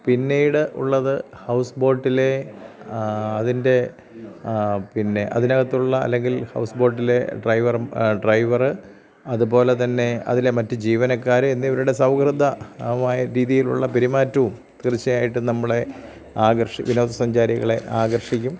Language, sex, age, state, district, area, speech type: Malayalam, male, 45-60, Kerala, Thiruvananthapuram, rural, spontaneous